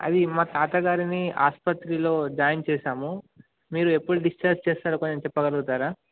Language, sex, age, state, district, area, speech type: Telugu, male, 18-30, Telangana, Mahabubabad, urban, conversation